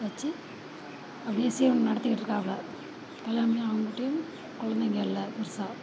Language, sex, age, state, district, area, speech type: Tamil, female, 60+, Tamil Nadu, Perambalur, rural, spontaneous